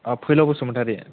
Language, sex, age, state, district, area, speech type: Bodo, male, 18-30, Assam, Kokrajhar, rural, conversation